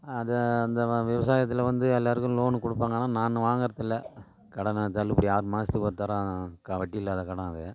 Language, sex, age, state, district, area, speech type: Tamil, male, 45-60, Tamil Nadu, Tiruvannamalai, rural, spontaneous